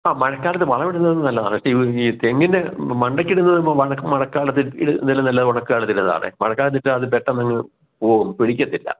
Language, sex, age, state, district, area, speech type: Malayalam, male, 60+, Kerala, Kottayam, rural, conversation